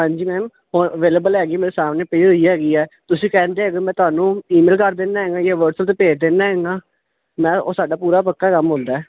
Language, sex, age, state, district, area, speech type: Punjabi, male, 18-30, Punjab, Ludhiana, urban, conversation